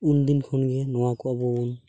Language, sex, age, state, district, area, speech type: Santali, male, 18-30, West Bengal, Purulia, rural, spontaneous